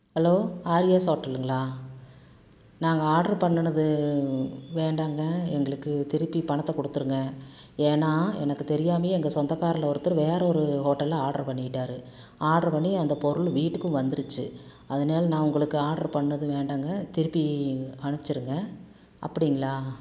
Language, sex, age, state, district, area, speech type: Tamil, female, 45-60, Tamil Nadu, Tiruppur, rural, spontaneous